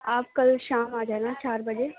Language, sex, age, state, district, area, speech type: Urdu, female, 18-30, Uttar Pradesh, Ghaziabad, urban, conversation